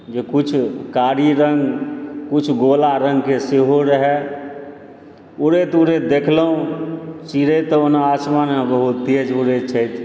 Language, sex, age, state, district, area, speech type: Maithili, male, 45-60, Bihar, Supaul, urban, spontaneous